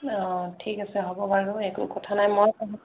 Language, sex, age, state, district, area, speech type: Assamese, female, 30-45, Assam, Sonitpur, rural, conversation